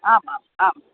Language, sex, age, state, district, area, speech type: Sanskrit, female, 45-60, Karnataka, Dharwad, urban, conversation